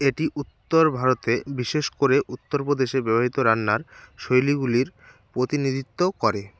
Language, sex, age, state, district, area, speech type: Bengali, male, 30-45, West Bengal, Jalpaiguri, rural, read